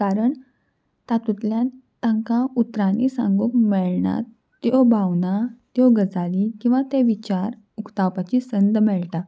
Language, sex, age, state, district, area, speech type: Goan Konkani, female, 18-30, Goa, Salcete, urban, spontaneous